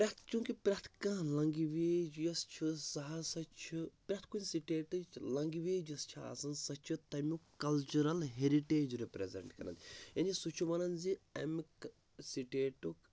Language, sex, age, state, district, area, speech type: Kashmiri, male, 18-30, Jammu and Kashmir, Pulwama, urban, spontaneous